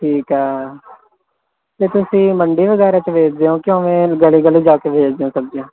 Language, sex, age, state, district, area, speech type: Punjabi, male, 18-30, Punjab, Firozpur, urban, conversation